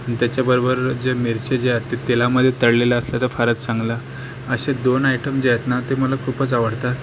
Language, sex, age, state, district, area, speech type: Marathi, male, 30-45, Maharashtra, Akola, rural, spontaneous